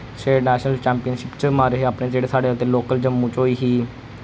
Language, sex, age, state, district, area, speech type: Dogri, male, 18-30, Jammu and Kashmir, Jammu, rural, spontaneous